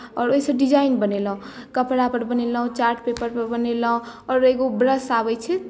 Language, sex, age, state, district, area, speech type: Maithili, female, 18-30, Bihar, Madhubani, rural, spontaneous